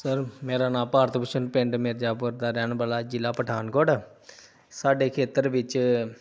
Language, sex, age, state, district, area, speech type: Punjabi, male, 30-45, Punjab, Pathankot, rural, spontaneous